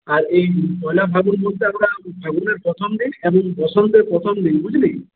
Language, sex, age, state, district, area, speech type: Bengali, male, 60+, West Bengal, Purulia, rural, conversation